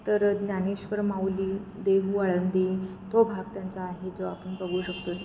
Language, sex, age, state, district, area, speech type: Marathi, female, 30-45, Maharashtra, Kolhapur, urban, spontaneous